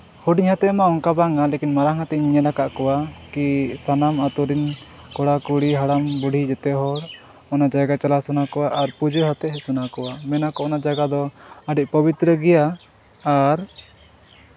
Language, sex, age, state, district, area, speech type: Santali, male, 30-45, Jharkhand, Seraikela Kharsawan, rural, spontaneous